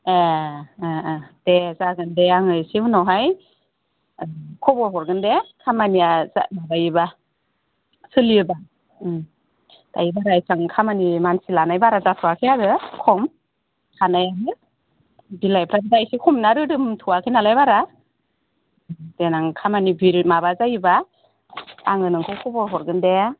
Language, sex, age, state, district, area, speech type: Bodo, female, 45-60, Assam, Udalguri, rural, conversation